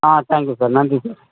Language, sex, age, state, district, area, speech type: Tamil, male, 60+, Tamil Nadu, Thanjavur, rural, conversation